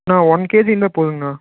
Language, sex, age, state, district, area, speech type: Tamil, male, 18-30, Tamil Nadu, Erode, rural, conversation